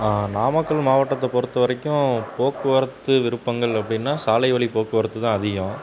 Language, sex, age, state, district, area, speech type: Tamil, male, 30-45, Tamil Nadu, Namakkal, rural, spontaneous